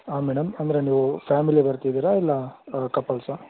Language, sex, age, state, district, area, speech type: Kannada, male, 18-30, Karnataka, Tumkur, urban, conversation